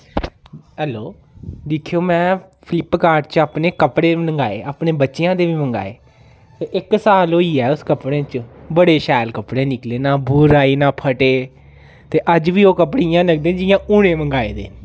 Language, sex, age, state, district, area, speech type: Dogri, female, 18-30, Jammu and Kashmir, Jammu, rural, spontaneous